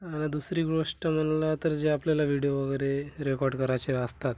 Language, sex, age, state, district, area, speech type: Marathi, male, 18-30, Maharashtra, Gadchiroli, rural, spontaneous